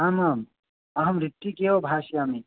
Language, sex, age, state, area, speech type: Sanskrit, male, 18-30, Bihar, rural, conversation